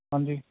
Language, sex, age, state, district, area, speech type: Punjabi, male, 30-45, Punjab, Fatehgarh Sahib, rural, conversation